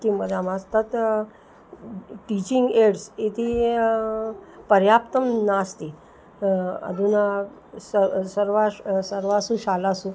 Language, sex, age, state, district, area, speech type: Sanskrit, female, 60+, Maharashtra, Nagpur, urban, spontaneous